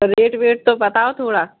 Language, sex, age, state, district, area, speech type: Hindi, female, 30-45, Madhya Pradesh, Gwalior, rural, conversation